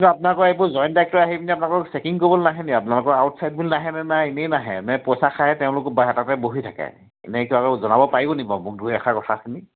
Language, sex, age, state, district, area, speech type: Assamese, male, 30-45, Assam, Charaideo, urban, conversation